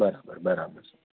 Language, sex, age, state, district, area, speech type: Gujarati, male, 30-45, Gujarat, Anand, urban, conversation